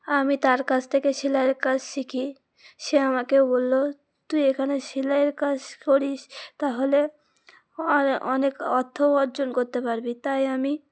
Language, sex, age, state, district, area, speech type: Bengali, female, 18-30, West Bengal, Uttar Dinajpur, urban, spontaneous